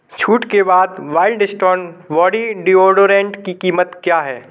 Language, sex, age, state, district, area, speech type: Hindi, male, 18-30, Madhya Pradesh, Gwalior, urban, read